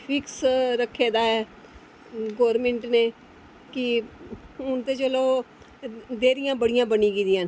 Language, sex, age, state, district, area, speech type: Dogri, female, 45-60, Jammu and Kashmir, Jammu, urban, spontaneous